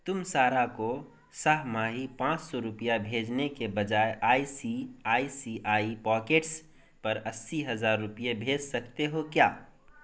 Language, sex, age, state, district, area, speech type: Urdu, male, 18-30, Bihar, Darbhanga, rural, read